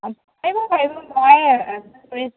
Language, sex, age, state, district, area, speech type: Assamese, female, 18-30, Assam, Majuli, urban, conversation